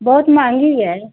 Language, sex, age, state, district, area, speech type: Hindi, female, 30-45, Uttar Pradesh, Azamgarh, rural, conversation